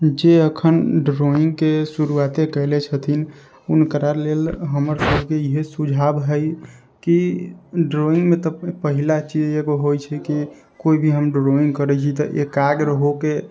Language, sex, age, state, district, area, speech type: Maithili, male, 45-60, Bihar, Sitamarhi, rural, spontaneous